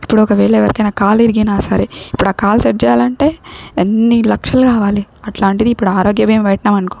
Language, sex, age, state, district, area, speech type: Telugu, female, 18-30, Telangana, Siddipet, rural, spontaneous